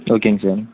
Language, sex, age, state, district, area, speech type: Tamil, male, 18-30, Tamil Nadu, Tiruppur, rural, conversation